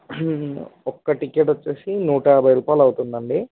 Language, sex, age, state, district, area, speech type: Telugu, male, 18-30, Telangana, Vikarabad, urban, conversation